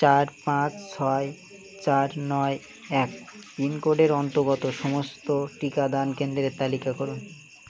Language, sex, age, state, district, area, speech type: Bengali, male, 18-30, West Bengal, Birbhum, urban, read